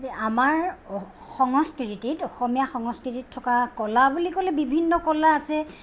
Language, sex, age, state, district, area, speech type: Assamese, female, 45-60, Assam, Kamrup Metropolitan, urban, spontaneous